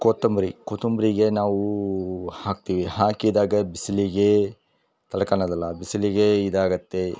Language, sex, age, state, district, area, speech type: Kannada, male, 30-45, Karnataka, Vijayanagara, rural, spontaneous